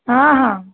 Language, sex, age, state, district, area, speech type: Odia, female, 30-45, Odisha, Dhenkanal, rural, conversation